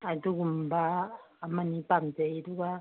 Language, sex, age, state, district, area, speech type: Manipuri, female, 60+, Manipur, Imphal East, rural, conversation